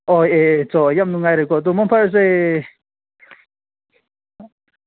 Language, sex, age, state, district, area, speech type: Manipuri, male, 18-30, Manipur, Senapati, rural, conversation